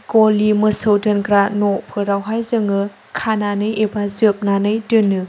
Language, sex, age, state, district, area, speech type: Bodo, female, 18-30, Assam, Chirang, rural, spontaneous